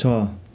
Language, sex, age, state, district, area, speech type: Nepali, male, 30-45, West Bengal, Darjeeling, rural, read